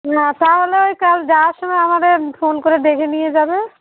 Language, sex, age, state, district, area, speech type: Bengali, female, 30-45, West Bengal, Darjeeling, urban, conversation